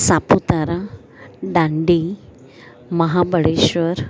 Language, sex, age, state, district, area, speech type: Gujarati, female, 60+, Gujarat, Valsad, rural, spontaneous